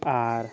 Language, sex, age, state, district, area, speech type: Santali, male, 30-45, Jharkhand, East Singhbhum, rural, spontaneous